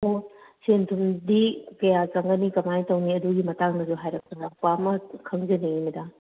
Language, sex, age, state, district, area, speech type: Manipuri, female, 45-60, Manipur, Kakching, rural, conversation